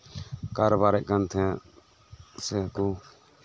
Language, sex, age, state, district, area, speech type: Santali, male, 30-45, West Bengal, Birbhum, rural, spontaneous